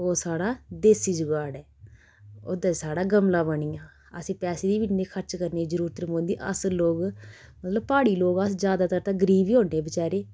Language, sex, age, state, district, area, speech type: Dogri, female, 30-45, Jammu and Kashmir, Udhampur, rural, spontaneous